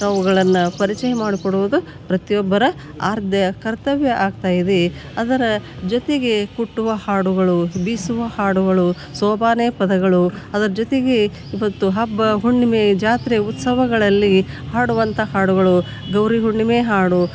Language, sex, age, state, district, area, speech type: Kannada, female, 60+, Karnataka, Gadag, rural, spontaneous